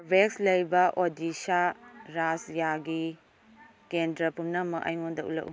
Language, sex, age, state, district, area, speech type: Manipuri, female, 30-45, Manipur, Kangpokpi, urban, read